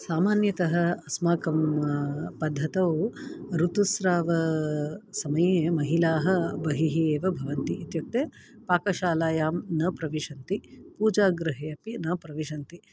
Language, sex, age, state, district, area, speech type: Sanskrit, female, 45-60, Karnataka, Bangalore Urban, urban, spontaneous